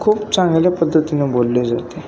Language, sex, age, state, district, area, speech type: Marathi, male, 18-30, Maharashtra, Satara, rural, spontaneous